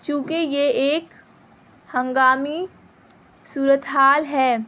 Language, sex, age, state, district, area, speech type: Urdu, female, 18-30, Bihar, Gaya, rural, spontaneous